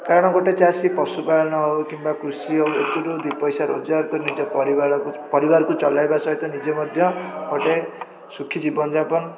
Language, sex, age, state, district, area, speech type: Odia, male, 18-30, Odisha, Puri, urban, spontaneous